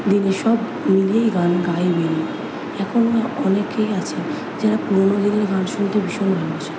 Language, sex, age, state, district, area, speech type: Bengali, female, 18-30, West Bengal, Kolkata, urban, spontaneous